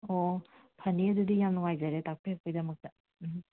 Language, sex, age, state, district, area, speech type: Manipuri, female, 45-60, Manipur, Imphal West, urban, conversation